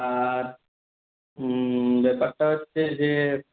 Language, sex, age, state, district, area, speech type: Bengali, male, 60+, West Bengal, Nadia, rural, conversation